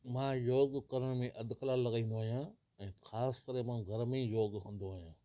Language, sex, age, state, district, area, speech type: Sindhi, male, 60+, Gujarat, Kutch, rural, spontaneous